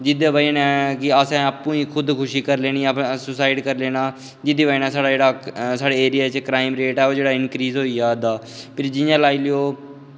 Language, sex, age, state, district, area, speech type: Dogri, male, 18-30, Jammu and Kashmir, Kathua, rural, spontaneous